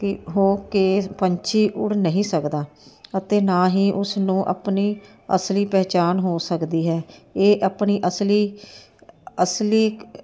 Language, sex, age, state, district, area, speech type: Punjabi, female, 45-60, Punjab, Ludhiana, urban, spontaneous